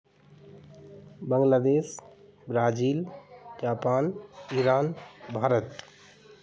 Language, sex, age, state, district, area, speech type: Hindi, male, 30-45, Madhya Pradesh, Hoshangabad, urban, spontaneous